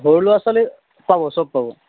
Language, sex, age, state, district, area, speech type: Assamese, male, 30-45, Assam, Charaideo, urban, conversation